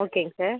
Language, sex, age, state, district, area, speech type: Tamil, female, 30-45, Tamil Nadu, Cuddalore, rural, conversation